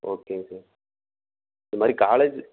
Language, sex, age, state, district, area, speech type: Tamil, male, 18-30, Tamil Nadu, Erode, rural, conversation